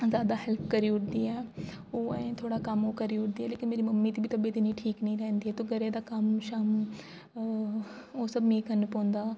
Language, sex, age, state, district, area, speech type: Dogri, female, 18-30, Jammu and Kashmir, Jammu, rural, spontaneous